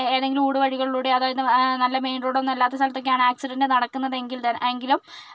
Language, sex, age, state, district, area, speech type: Malayalam, female, 45-60, Kerala, Kozhikode, urban, spontaneous